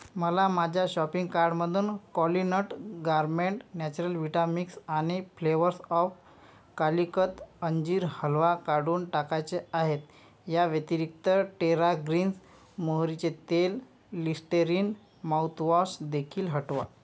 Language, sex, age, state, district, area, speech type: Marathi, male, 30-45, Maharashtra, Yavatmal, rural, read